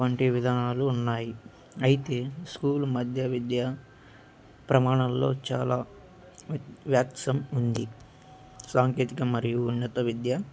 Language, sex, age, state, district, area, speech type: Telugu, male, 18-30, Andhra Pradesh, Annamaya, rural, spontaneous